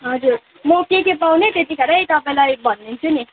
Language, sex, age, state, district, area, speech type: Nepali, female, 18-30, West Bengal, Jalpaiguri, rural, conversation